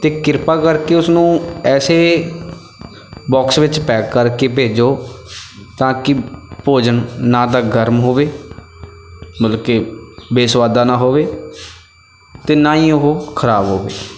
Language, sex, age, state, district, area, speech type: Punjabi, male, 18-30, Punjab, Bathinda, rural, spontaneous